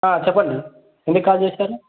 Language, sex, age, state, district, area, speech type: Telugu, male, 18-30, Andhra Pradesh, Annamaya, rural, conversation